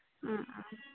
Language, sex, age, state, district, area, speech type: Manipuri, female, 18-30, Manipur, Senapati, urban, conversation